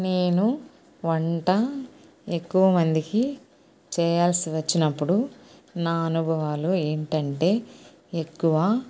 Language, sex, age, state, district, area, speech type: Telugu, female, 45-60, Andhra Pradesh, Nellore, rural, spontaneous